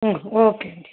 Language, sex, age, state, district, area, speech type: Telugu, female, 30-45, Telangana, Medak, rural, conversation